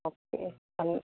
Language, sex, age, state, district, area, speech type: Gujarati, female, 45-60, Gujarat, Junagadh, rural, conversation